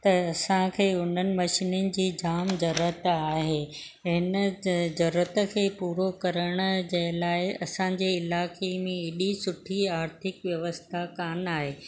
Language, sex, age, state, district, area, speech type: Sindhi, female, 60+, Maharashtra, Ahmednagar, urban, spontaneous